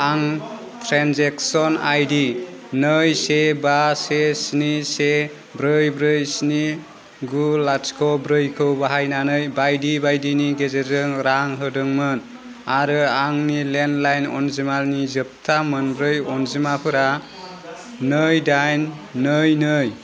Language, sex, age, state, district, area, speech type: Bodo, male, 30-45, Assam, Kokrajhar, rural, read